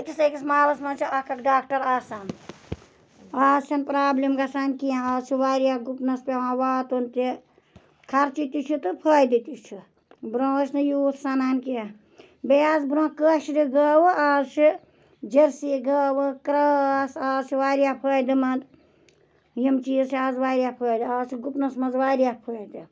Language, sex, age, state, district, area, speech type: Kashmiri, female, 45-60, Jammu and Kashmir, Ganderbal, rural, spontaneous